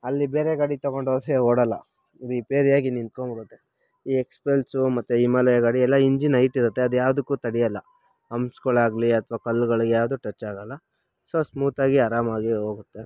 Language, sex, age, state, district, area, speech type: Kannada, male, 30-45, Karnataka, Bangalore Rural, rural, spontaneous